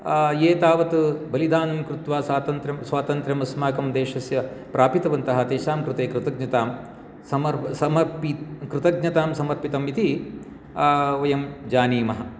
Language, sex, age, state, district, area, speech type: Sanskrit, male, 60+, Karnataka, Shimoga, urban, spontaneous